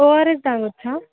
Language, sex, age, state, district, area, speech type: Telugu, female, 18-30, Telangana, Suryapet, urban, conversation